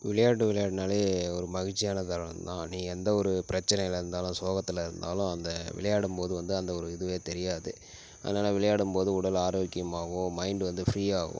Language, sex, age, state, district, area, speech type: Tamil, male, 30-45, Tamil Nadu, Tiruchirappalli, rural, spontaneous